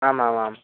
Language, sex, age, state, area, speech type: Sanskrit, male, 18-30, Chhattisgarh, urban, conversation